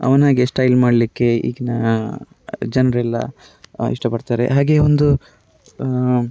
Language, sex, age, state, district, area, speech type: Kannada, male, 30-45, Karnataka, Dakshina Kannada, rural, spontaneous